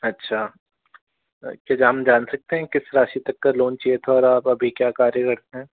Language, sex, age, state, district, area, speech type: Hindi, male, 60+, Rajasthan, Jaipur, urban, conversation